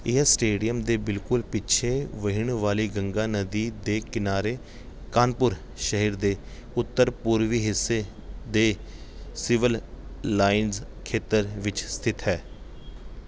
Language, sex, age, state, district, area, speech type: Punjabi, male, 30-45, Punjab, Kapurthala, urban, read